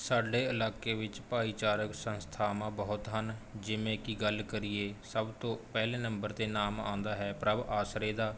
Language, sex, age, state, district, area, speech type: Punjabi, male, 18-30, Punjab, Rupnagar, urban, spontaneous